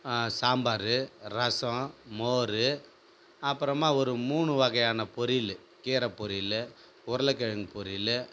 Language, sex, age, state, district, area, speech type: Tamil, male, 45-60, Tamil Nadu, Viluppuram, rural, spontaneous